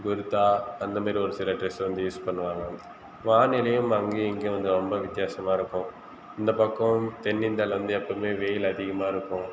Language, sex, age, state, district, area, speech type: Tamil, male, 18-30, Tamil Nadu, Viluppuram, urban, spontaneous